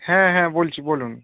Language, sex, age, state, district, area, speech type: Bengali, male, 18-30, West Bengal, North 24 Parganas, urban, conversation